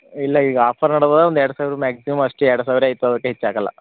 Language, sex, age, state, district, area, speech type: Kannada, male, 45-60, Karnataka, Bidar, rural, conversation